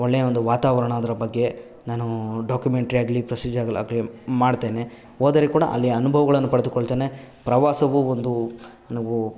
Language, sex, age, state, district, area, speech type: Kannada, male, 18-30, Karnataka, Bangalore Rural, rural, spontaneous